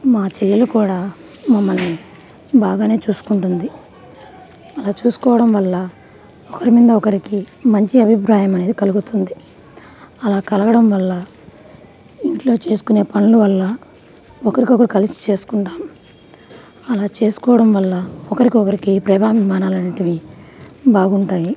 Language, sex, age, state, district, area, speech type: Telugu, female, 30-45, Andhra Pradesh, Nellore, rural, spontaneous